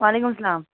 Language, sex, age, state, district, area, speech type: Kashmiri, female, 18-30, Jammu and Kashmir, Budgam, rural, conversation